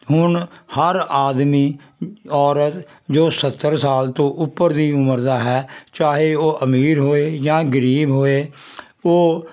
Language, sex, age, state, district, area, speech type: Punjabi, male, 60+, Punjab, Jalandhar, rural, spontaneous